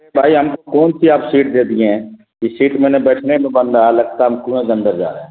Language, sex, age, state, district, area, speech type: Urdu, male, 30-45, Bihar, Khagaria, rural, conversation